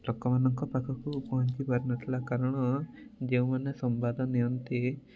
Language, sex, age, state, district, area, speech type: Odia, male, 18-30, Odisha, Mayurbhanj, rural, spontaneous